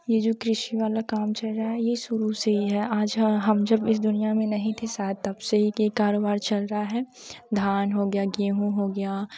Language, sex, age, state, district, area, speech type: Hindi, female, 18-30, Uttar Pradesh, Jaunpur, rural, spontaneous